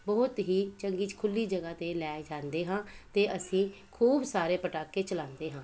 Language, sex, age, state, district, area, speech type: Punjabi, female, 45-60, Punjab, Pathankot, rural, spontaneous